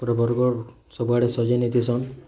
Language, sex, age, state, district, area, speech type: Odia, male, 18-30, Odisha, Bargarh, urban, spontaneous